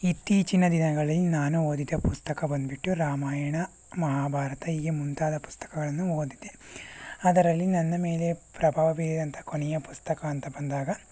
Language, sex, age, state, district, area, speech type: Kannada, male, 18-30, Karnataka, Tumkur, rural, spontaneous